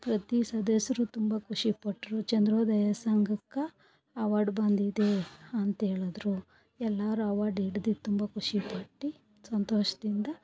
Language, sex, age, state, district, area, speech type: Kannada, female, 45-60, Karnataka, Bangalore Rural, rural, spontaneous